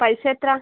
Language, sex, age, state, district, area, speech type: Malayalam, female, 18-30, Kerala, Kasaragod, rural, conversation